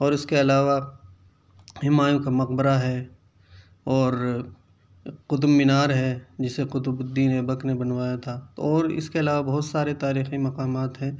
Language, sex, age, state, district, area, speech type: Urdu, male, 30-45, Delhi, Central Delhi, urban, spontaneous